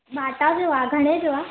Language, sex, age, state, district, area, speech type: Sindhi, female, 18-30, Gujarat, Surat, urban, conversation